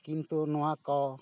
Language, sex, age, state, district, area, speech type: Santali, male, 45-60, West Bengal, Bankura, rural, spontaneous